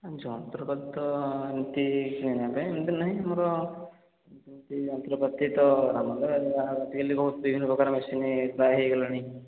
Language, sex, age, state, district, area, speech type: Odia, male, 18-30, Odisha, Khordha, rural, conversation